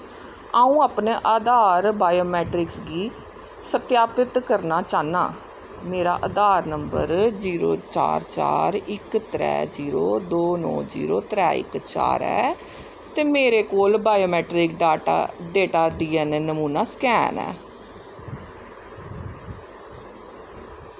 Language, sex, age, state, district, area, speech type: Dogri, female, 30-45, Jammu and Kashmir, Jammu, urban, read